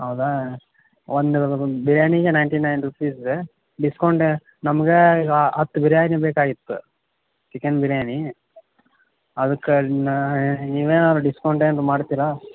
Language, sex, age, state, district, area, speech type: Kannada, male, 18-30, Karnataka, Gadag, urban, conversation